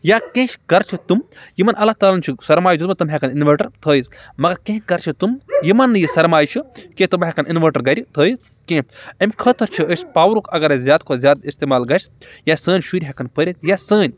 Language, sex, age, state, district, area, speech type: Kashmiri, male, 18-30, Jammu and Kashmir, Baramulla, urban, spontaneous